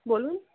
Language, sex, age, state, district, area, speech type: Bengali, female, 18-30, West Bengal, Dakshin Dinajpur, urban, conversation